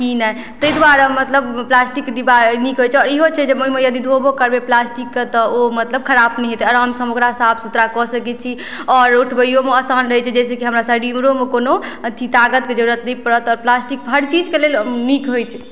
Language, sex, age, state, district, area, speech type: Maithili, female, 18-30, Bihar, Madhubani, rural, spontaneous